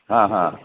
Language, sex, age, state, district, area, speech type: Marathi, male, 60+, Maharashtra, Palghar, rural, conversation